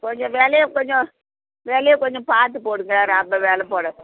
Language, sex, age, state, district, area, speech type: Tamil, female, 60+, Tamil Nadu, Viluppuram, rural, conversation